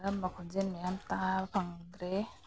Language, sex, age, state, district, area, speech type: Manipuri, female, 30-45, Manipur, Imphal East, rural, spontaneous